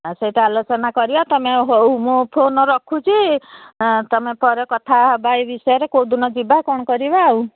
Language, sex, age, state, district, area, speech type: Odia, female, 60+, Odisha, Jharsuguda, rural, conversation